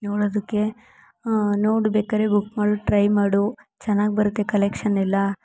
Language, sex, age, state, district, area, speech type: Kannada, female, 18-30, Karnataka, Mysore, urban, spontaneous